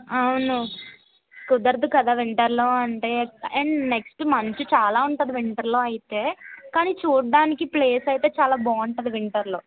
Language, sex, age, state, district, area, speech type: Telugu, female, 18-30, Andhra Pradesh, Eluru, rural, conversation